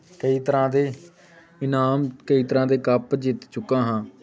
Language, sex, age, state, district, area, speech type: Punjabi, male, 18-30, Punjab, Amritsar, rural, spontaneous